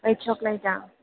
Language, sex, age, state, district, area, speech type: Malayalam, female, 18-30, Kerala, Idukki, rural, conversation